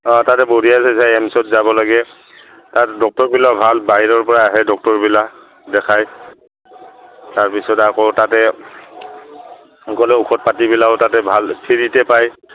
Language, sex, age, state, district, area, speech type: Assamese, male, 60+, Assam, Udalguri, rural, conversation